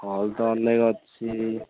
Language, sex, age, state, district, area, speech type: Odia, male, 30-45, Odisha, Ganjam, urban, conversation